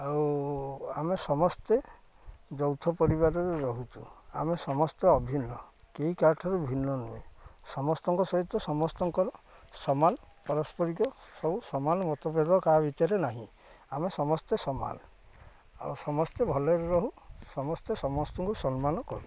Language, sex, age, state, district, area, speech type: Odia, male, 30-45, Odisha, Jagatsinghpur, urban, spontaneous